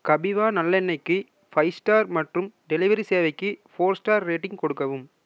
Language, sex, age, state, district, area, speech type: Tamil, male, 18-30, Tamil Nadu, Erode, rural, read